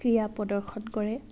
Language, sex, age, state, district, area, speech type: Assamese, female, 18-30, Assam, Dibrugarh, rural, spontaneous